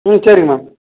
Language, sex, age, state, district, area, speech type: Tamil, male, 45-60, Tamil Nadu, Perambalur, urban, conversation